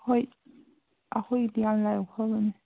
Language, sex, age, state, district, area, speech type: Manipuri, female, 18-30, Manipur, Senapati, urban, conversation